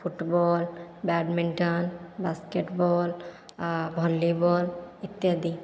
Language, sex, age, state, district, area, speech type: Odia, female, 45-60, Odisha, Khordha, rural, spontaneous